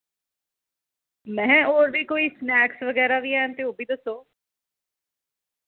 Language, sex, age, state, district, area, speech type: Dogri, female, 30-45, Jammu and Kashmir, Jammu, urban, conversation